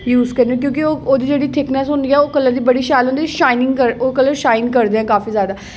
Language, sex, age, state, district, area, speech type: Dogri, female, 18-30, Jammu and Kashmir, Jammu, urban, spontaneous